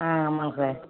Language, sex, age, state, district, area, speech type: Tamil, female, 18-30, Tamil Nadu, Ariyalur, rural, conversation